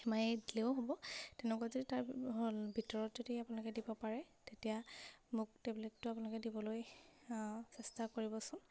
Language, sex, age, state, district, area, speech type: Assamese, female, 18-30, Assam, Majuli, urban, spontaneous